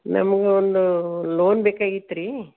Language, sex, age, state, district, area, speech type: Kannada, female, 60+, Karnataka, Gulbarga, urban, conversation